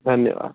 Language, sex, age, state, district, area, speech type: Sanskrit, male, 18-30, Uttar Pradesh, Pratapgarh, rural, conversation